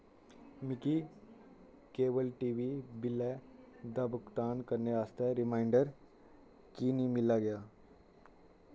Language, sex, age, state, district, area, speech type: Dogri, male, 18-30, Jammu and Kashmir, Kathua, rural, read